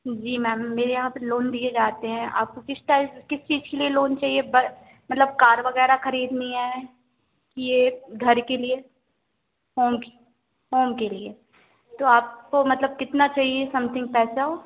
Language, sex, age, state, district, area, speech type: Hindi, female, 18-30, Madhya Pradesh, Narsinghpur, rural, conversation